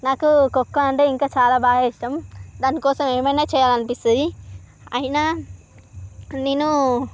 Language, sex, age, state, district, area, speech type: Telugu, female, 45-60, Andhra Pradesh, Srikakulam, urban, spontaneous